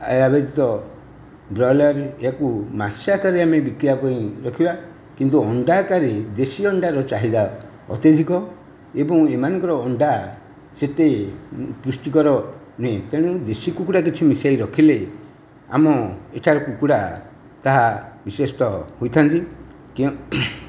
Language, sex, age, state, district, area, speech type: Odia, male, 60+, Odisha, Nayagarh, rural, spontaneous